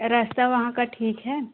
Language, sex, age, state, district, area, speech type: Hindi, female, 18-30, Uttar Pradesh, Jaunpur, urban, conversation